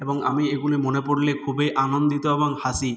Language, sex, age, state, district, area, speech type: Bengali, male, 60+, West Bengal, Purulia, rural, spontaneous